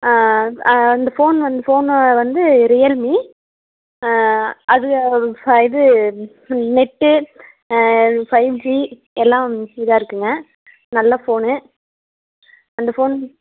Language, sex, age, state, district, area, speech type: Tamil, female, 18-30, Tamil Nadu, Coimbatore, rural, conversation